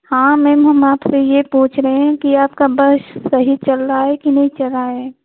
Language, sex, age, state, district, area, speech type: Hindi, female, 45-60, Uttar Pradesh, Ayodhya, rural, conversation